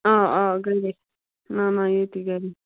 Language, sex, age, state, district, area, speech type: Kashmiri, female, 18-30, Jammu and Kashmir, Bandipora, rural, conversation